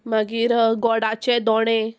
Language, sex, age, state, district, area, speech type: Goan Konkani, female, 18-30, Goa, Murmgao, rural, spontaneous